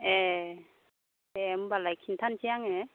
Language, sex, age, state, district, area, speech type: Bodo, female, 45-60, Assam, Kokrajhar, rural, conversation